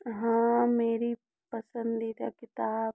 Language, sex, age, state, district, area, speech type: Hindi, female, 18-30, Rajasthan, Karauli, rural, spontaneous